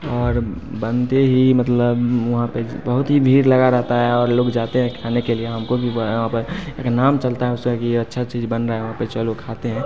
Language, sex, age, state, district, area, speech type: Hindi, male, 30-45, Bihar, Darbhanga, rural, spontaneous